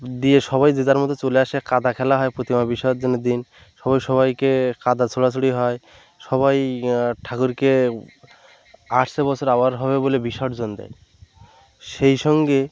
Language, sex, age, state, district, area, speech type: Bengali, male, 18-30, West Bengal, Birbhum, urban, spontaneous